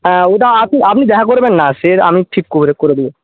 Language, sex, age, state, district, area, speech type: Bengali, male, 18-30, West Bengal, Paschim Medinipur, rural, conversation